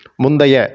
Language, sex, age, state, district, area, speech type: Tamil, male, 45-60, Tamil Nadu, Erode, urban, read